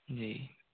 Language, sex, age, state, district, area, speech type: Hindi, male, 45-60, Rajasthan, Jodhpur, rural, conversation